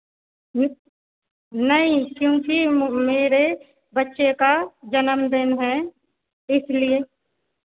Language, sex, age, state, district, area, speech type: Hindi, female, 30-45, Madhya Pradesh, Hoshangabad, rural, conversation